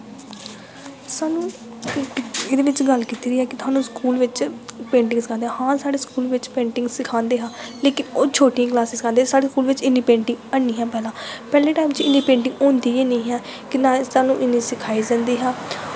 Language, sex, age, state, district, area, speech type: Dogri, female, 18-30, Jammu and Kashmir, Samba, rural, spontaneous